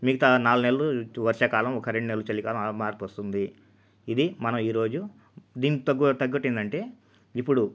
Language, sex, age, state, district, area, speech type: Telugu, male, 45-60, Andhra Pradesh, Nellore, urban, spontaneous